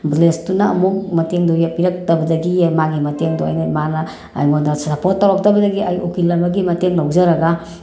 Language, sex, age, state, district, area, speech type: Manipuri, female, 30-45, Manipur, Bishnupur, rural, spontaneous